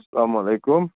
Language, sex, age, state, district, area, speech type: Kashmiri, male, 18-30, Jammu and Kashmir, Srinagar, urban, conversation